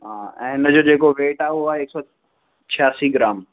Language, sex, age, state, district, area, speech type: Sindhi, male, 18-30, Delhi, South Delhi, urban, conversation